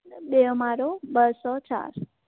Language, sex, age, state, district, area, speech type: Sindhi, female, 18-30, Maharashtra, Thane, urban, conversation